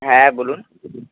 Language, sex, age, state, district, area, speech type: Bengali, male, 18-30, West Bengal, Purba Bardhaman, urban, conversation